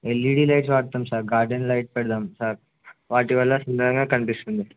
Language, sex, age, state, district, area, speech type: Telugu, male, 18-30, Telangana, Warangal, rural, conversation